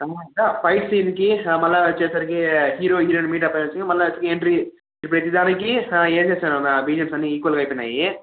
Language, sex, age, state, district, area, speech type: Telugu, male, 18-30, Andhra Pradesh, Chittoor, urban, conversation